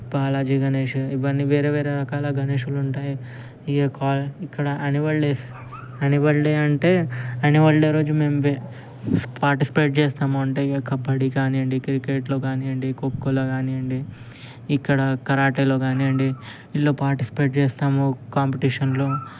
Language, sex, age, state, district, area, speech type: Telugu, male, 18-30, Telangana, Ranga Reddy, urban, spontaneous